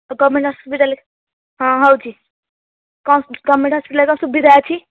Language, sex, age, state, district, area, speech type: Odia, female, 18-30, Odisha, Nayagarh, rural, conversation